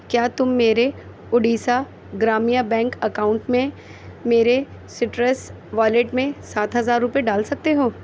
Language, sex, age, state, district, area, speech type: Urdu, female, 30-45, Delhi, Central Delhi, urban, read